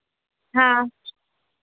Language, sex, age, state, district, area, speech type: Hindi, female, 18-30, Madhya Pradesh, Seoni, urban, conversation